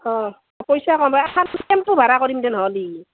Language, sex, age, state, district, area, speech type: Assamese, female, 45-60, Assam, Barpeta, rural, conversation